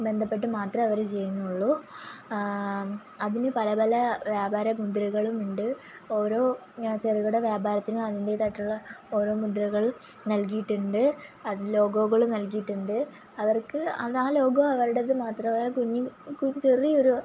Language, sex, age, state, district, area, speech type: Malayalam, female, 18-30, Kerala, Kollam, rural, spontaneous